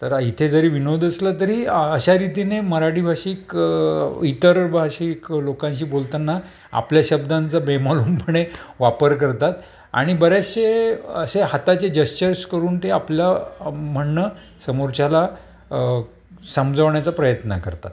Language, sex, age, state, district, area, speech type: Marathi, male, 60+, Maharashtra, Palghar, urban, spontaneous